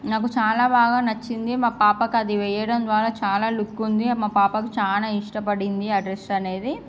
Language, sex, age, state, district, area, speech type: Telugu, female, 18-30, Andhra Pradesh, Srikakulam, urban, spontaneous